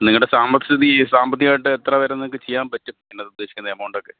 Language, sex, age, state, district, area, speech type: Malayalam, male, 30-45, Kerala, Thiruvananthapuram, urban, conversation